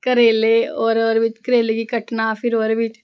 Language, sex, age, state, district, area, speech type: Dogri, female, 18-30, Jammu and Kashmir, Samba, rural, spontaneous